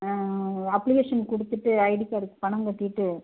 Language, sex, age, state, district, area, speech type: Tamil, female, 45-60, Tamil Nadu, Tiruchirappalli, rural, conversation